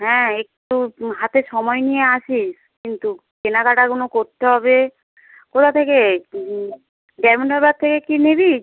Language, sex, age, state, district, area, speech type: Bengali, male, 30-45, West Bengal, Howrah, urban, conversation